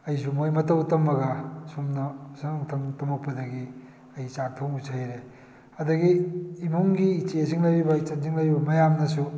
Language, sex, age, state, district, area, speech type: Manipuri, male, 60+, Manipur, Kakching, rural, spontaneous